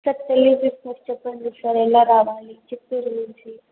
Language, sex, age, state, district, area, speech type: Telugu, female, 18-30, Andhra Pradesh, Chittoor, rural, conversation